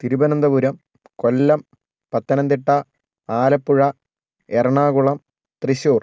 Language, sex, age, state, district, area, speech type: Malayalam, male, 45-60, Kerala, Wayanad, rural, spontaneous